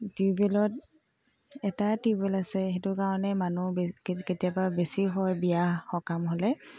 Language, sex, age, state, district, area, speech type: Assamese, female, 30-45, Assam, Tinsukia, urban, spontaneous